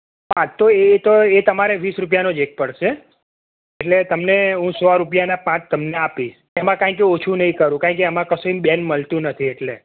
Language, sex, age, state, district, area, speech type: Gujarati, male, 30-45, Gujarat, Kheda, rural, conversation